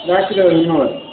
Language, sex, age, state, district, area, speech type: Bengali, male, 30-45, West Bengal, Purba Bardhaman, urban, conversation